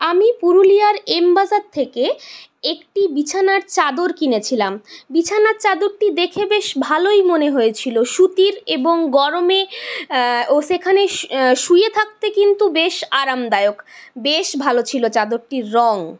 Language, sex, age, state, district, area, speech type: Bengali, female, 60+, West Bengal, Purulia, urban, spontaneous